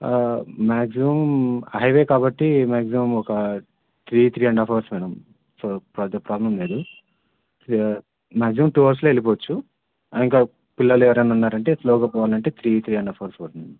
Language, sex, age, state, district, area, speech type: Telugu, male, 18-30, Andhra Pradesh, Anantapur, urban, conversation